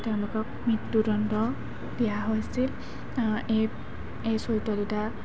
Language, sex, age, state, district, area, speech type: Assamese, female, 18-30, Assam, Golaghat, urban, spontaneous